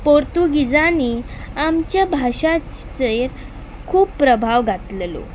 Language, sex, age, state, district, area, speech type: Goan Konkani, female, 18-30, Goa, Pernem, rural, spontaneous